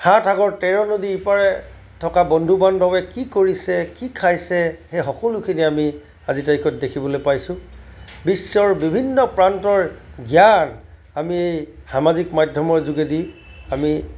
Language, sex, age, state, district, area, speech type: Assamese, male, 45-60, Assam, Charaideo, urban, spontaneous